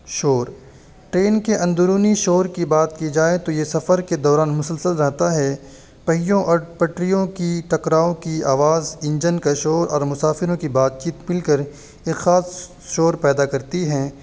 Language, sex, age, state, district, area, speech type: Urdu, male, 18-30, Uttar Pradesh, Saharanpur, urban, spontaneous